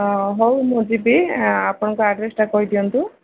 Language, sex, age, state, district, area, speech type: Odia, female, 45-60, Odisha, Koraput, urban, conversation